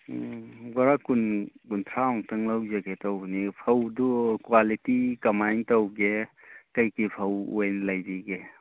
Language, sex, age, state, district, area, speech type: Manipuri, male, 30-45, Manipur, Churachandpur, rural, conversation